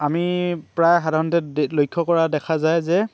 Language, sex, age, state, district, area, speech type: Assamese, male, 18-30, Assam, Dibrugarh, rural, spontaneous